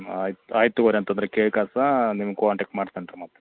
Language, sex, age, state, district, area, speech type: Kannada, male, 30-45, Karnataka, Belgaum, rural, conversation